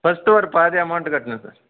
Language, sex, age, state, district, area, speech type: Tamil, male, 45-60, Tamil Nadu, Krishnagiri, rural, conversation